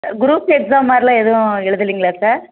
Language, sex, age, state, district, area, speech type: Tamil, male, 18-30, Tamil Nadu, Krishnagiri, rural, conversation